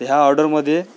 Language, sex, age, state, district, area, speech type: Marathi, male, 18-30, Maharashtra, Amravati, urban, spontaneous